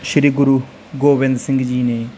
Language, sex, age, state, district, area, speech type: Punjabi, male, 18-30, Punjab, Mansa, urban, spontaneous